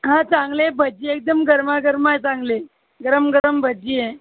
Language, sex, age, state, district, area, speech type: Marathi, female, 30-45, Maharashtra, Buldhana, rural, conversation